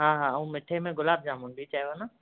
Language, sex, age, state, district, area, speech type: Sindhi, male, 18-30, Maharashtra, Thane, urban, conversation